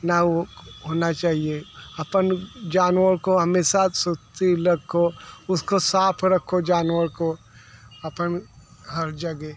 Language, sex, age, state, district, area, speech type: Hindi, male, 60+, Uttar Pradesh, Mirzapur, urban, spontaneous